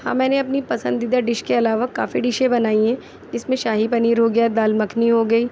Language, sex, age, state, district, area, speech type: Urdu, female, 30-45, Delhi, Central Delhi, urban, spontaneous